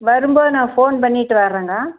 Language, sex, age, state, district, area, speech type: Tamil, female, 60+, Tamil Nadu, Erode, rural, conversation